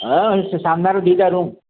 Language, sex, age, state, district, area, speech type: Odia, male, 60+, Odisha, Gajapati, rural, conversation